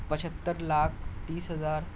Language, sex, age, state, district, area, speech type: Urdu, male, 30-45, Delhi, South Delhi, urban, spontaneous